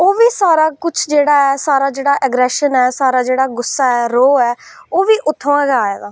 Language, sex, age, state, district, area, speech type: Dogri, female, 18-30, Jammu and Kashmir, Reasi, rural, spontaneous